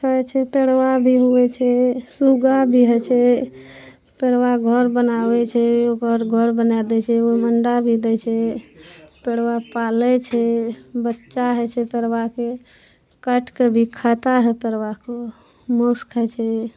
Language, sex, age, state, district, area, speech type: Maithili, male, 30-45, Bihar, Araria, rural, spontaneous